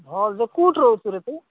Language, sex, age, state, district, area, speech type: Odia, male, 45-60, Odisha, Nabarangpur, rural, conversation